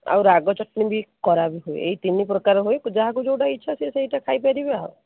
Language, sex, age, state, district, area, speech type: Odia, female, 45-60, Odisha, Sundergarh, urban, conversation